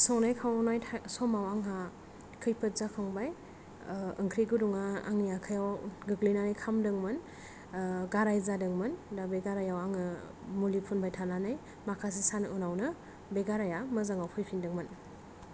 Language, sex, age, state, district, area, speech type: Bodo, female, 18-30, Assam, Kokrajhar, rural, spontaneous